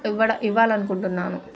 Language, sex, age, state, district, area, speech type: Telugu, female, 30-45, Andhra Pradesh, Nellore, urban, spontaneous